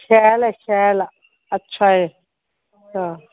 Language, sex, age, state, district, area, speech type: Dogri, female, 45-60, Jammu and Kashmir, Reasi, rural, conversation